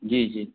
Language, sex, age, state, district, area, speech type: Hindi, male, 18-30, Madhya Pradesh, Betul, urban, conversation